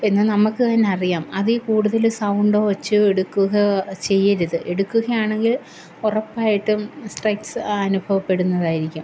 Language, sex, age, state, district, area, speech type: Malayalam, female, 30-45, Kerala, Kollam, rural, spontaneous